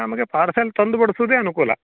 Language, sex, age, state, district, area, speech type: Kannada, male, 30-45, Karnataka, Uttara Kannada, rural, conversation